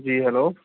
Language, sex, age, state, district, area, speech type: Urdu, male, 30-45, Uttar Pradesh, Muzaffarnagar, urban, conversation